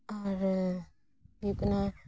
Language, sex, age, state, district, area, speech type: Santali, female, 18-30, West Bengal, Paschim Bardhaman, rural, spontaneous